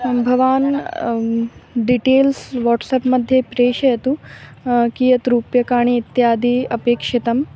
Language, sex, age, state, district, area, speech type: Sanskrit, female, 18-30, Madhya Pradesh, Ujjain, urban, spontaneous